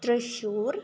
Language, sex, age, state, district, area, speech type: Sanskrit, female, 18-30, Kerala, Thrissur, rural, spontaneous